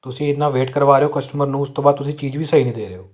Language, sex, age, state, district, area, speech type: Punjabi, male, 18-30, Punjab, Amritsar, urban, spontaneous